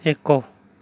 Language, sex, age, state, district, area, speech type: Odia, male, 30-45, Odisha, Subarnapur, urban, read